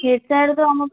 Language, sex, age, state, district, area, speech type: Bengali, female, 18-30, West Bengal, Birbhum, urban, conversation